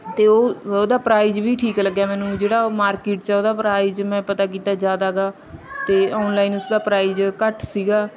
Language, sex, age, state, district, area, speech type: Punjabi, female, 30-45, Punjab, Bathinda, rural, spontaneous